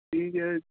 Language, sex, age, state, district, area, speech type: Urdu, male, 45-60, Delhi, South Delhi, urban, conversation